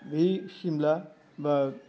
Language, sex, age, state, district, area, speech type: Bodo, male, 60+, Assam, Baksa, rural, spontaneous